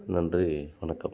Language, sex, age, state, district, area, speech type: Tamil, male, 30-45, Tamil Nadu, Dharmapuri, rural, spontaneous